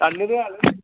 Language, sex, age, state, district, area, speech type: Bodo, male, 60+, Assam, Udalguri, rural, conversation